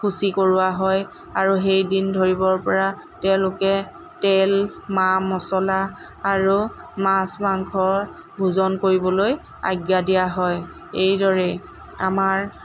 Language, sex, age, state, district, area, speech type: Assamese, female, 30-45, Assam, Lakhimpur, rural, spontaneous